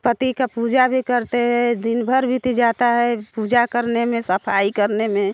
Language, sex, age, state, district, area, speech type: Hindi, female, 60+, Uttar Pradesh, Bhadohi, rural, spontaneous